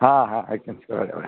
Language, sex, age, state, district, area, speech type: Bengali, male, 45-60, West Bengal, Alipurduar, rural, conversation